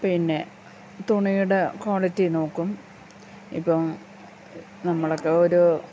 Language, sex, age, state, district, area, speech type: Malayalam, female, 45-60, Kerala, Thiruvananthapuram, urban, spontaneous